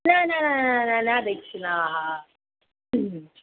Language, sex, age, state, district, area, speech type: Sanskrit, female, 18-30, Kerala, Kozhikode, rural, conversation